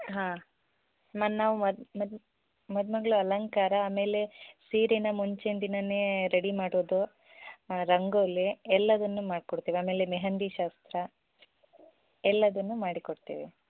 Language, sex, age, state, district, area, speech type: Kannada, female, 18-30, Karnataka, Shimoga, rural, conversation